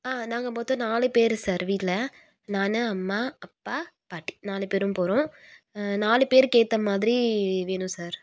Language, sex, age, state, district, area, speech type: Tamil, female, 18-30, Tamil Nadu, Nagapattinam, rural, spontaneous